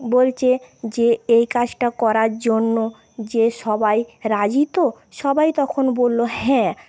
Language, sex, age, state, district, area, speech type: Bengali, female, 30-45, West Bengal, Paschim Medinipur, urban, spontaneous